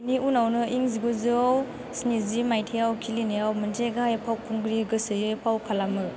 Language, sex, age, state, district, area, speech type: Bodo, female, 18-30, Assam, Chirang, rural, read